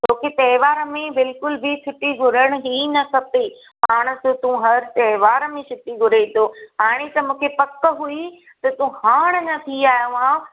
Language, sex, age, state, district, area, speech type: Sindhi, female, 30-45, Gujarat, Surat, urban, conversation